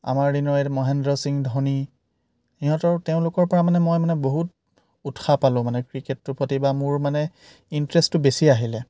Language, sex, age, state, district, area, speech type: Assamese, male, 30-45, Assam, Biswanath, rural, spontaneous